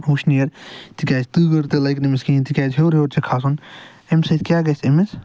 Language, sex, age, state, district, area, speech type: Kashmiri, male, 60+, Jammu and Kashmir, Ganderbal, urban, spontaneous